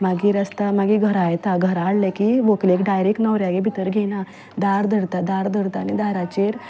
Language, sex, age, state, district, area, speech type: Goan Konkani, female, 30-45, Goa, Ponda, rural, spontaneous